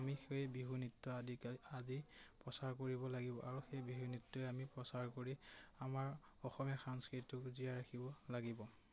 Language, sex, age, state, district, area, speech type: Assamese, male, 18-30, Assam, Majuli, urban, spontaneous